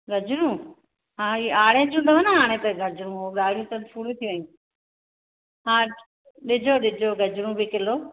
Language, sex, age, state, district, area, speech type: Sindhi, female, 45-60, Maharashtra, Thane, urban, conversation